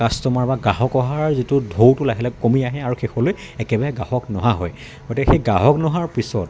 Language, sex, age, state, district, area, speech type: Assamese, male, 30-45, Assam, Dibrugarh, rural, spontaneous